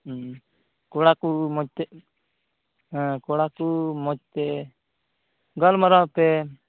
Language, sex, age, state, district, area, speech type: Santali, male, 18-30, Jharkhand, Pakur, rural, conversation